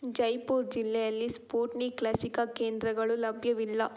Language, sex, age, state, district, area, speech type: Kannada, female, 18-30, Karnataka, Tumkur, rural, read